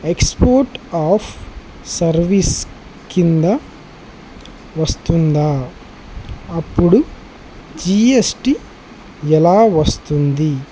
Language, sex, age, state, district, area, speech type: Telugu, male, 18-30, Andhra Pradesh, Nandyal, urban, spontaneous